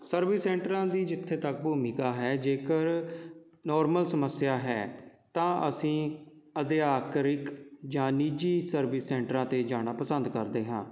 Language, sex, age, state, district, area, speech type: Punjabi, male, 30-45, Punjab, Jalandhar, urban, spontaneous